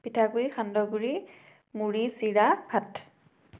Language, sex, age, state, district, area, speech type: Assamese, female, 18-30, Assam, Majuli, urban, spontaneous